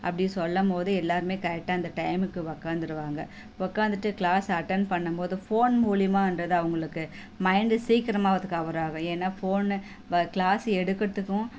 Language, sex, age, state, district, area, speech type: Tamil, female, 30-45, Tamil Nadu, Tirupattur, rural, spontaneous